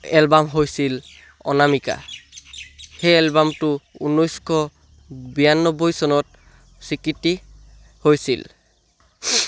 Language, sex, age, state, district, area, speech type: Assamese, male, 18-30, Assam, Sivasagar, rural, spontaneous